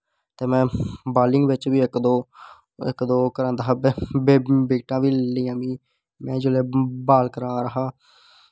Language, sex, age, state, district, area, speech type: Dogri, male, 18-30, Jammu and Kashmir, Samba, urban, spontaneous